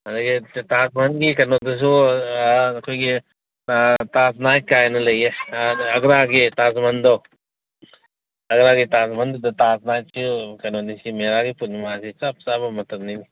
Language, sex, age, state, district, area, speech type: Manipuri, male, 60+, Manipur, Kangpokpi, urban, conversation